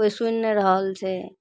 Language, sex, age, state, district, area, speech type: Maithili, female, 30-45, Bihar, Araria, rural, spontaneous